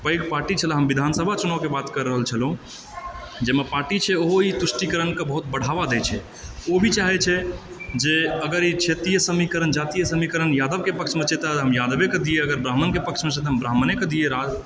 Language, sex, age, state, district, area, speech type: Maithili, male, 18-30, Bihar, Supaul, urban, spontaneous